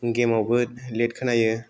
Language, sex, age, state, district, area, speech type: Bodo, male, 18-30, Assam, Kokrajhar, rural, spontaneous